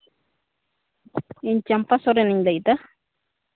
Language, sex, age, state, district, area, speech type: Santali, female, 45-60, Jharkhand, East Singhbhum, rural, conversation